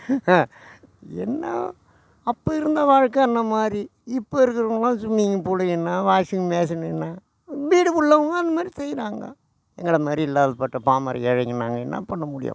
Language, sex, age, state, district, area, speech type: Tamil, male, 60+, Tamil Nadu, Tiruvannamalai, rural, spontaneous